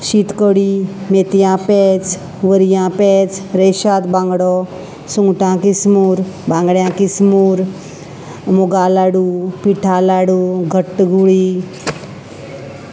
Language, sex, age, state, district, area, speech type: Goan Konkani, female, 45-60, Goa, Salcete, urban, spontaneous